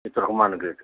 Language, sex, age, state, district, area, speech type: Urdu, male, 60+, Delhi, Central Delhi, urban, conversation